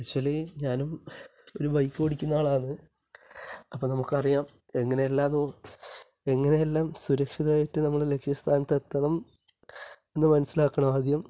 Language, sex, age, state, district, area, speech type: Malayalam, male, 30-45, Kerala, Kasaragod, urban, spontaneous